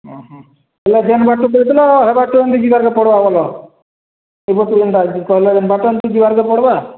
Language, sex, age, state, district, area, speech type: Odia, male, 30-45, Odisha, Boudh, rural, conversation